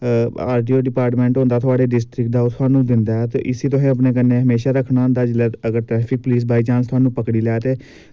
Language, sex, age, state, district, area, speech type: Dogri, male, 18-30, Jammu and Kashmir, Samba, urban, spontaneous